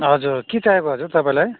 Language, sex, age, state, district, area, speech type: Nepali, male, 18-30, West Bengal, Darjeeling, rural, conversation